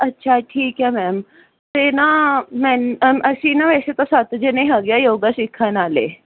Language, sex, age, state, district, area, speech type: Punjabi, female, 18-30, Punjab, Fazilka, rural, conversation